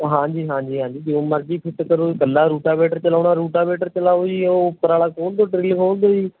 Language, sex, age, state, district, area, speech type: Punjabi, male, 18-30, Punjab, Mohali, rural, conversation